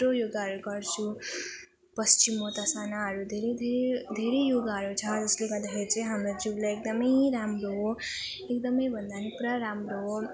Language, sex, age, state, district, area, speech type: Nepali, female, 18-30, West Bengal, Jalpaiguri, rural, spontaneous